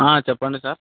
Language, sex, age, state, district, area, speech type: Telugu, male, 45-60, Andhra Pradesh, Kadapa, rural, conversation